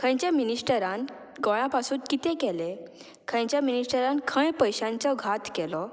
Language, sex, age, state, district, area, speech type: Goan Konkani, female, 18-30, Goa, Murmgao, urban, spontaneous